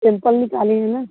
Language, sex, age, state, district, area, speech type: Hindi, female, 18-30, Uttar Pradesh, Mirzapur, rural, conversation